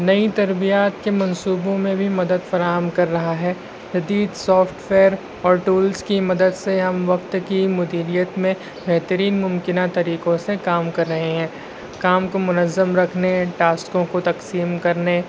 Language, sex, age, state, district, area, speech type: Urdu, male, 60+, Maharashtra, Nashik, urban, spontaneous